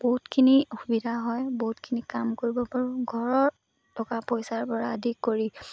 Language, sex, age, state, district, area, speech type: Assamese, female, 18-30, Assam, Charaideo, rural, spontaneous